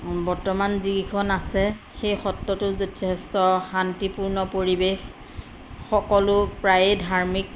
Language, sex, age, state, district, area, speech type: Assamese, female, 45-60, Assam, Majuli, rural, spontaneous